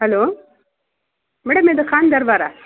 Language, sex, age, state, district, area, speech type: Kannada, female, 45-60, Karnataka, Mysore, urban, conversation